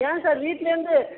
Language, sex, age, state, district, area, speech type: Tamil, female, 45-60, Tamil Nadu, Tiruchirappalli, rural, conversation